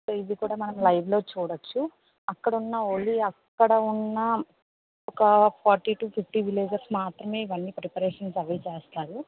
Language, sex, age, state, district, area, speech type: Telugu, female, 18-30, Telangana, Mancherial, rural, conversation